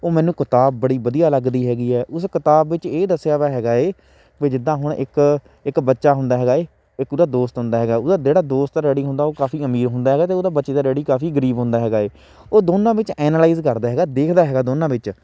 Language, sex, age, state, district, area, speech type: Punjabi, male, 18-30, Punjab, Shaheed Bhagat Singh Nagar, urban, spontaneous